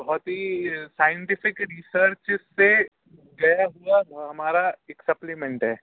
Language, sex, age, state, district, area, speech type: Urdu, male, 18-30, Uttar Pradesh, Rampur, urban, conversation